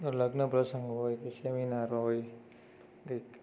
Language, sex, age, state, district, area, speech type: Gujarati, male, 30-45, Gujarat, Surat, urban, spontaneous